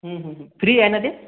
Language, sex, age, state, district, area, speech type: Marathi, male, 30-45, Maharashtra, Akola, urban, conversation